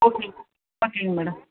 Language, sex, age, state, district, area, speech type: Tamil, female, 30-45, Tamil Nadu, Madurai, rural, conversation